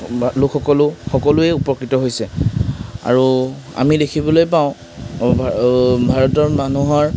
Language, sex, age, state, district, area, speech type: Assamese, male, 60+, Assam, Darrang, rural, spontaneous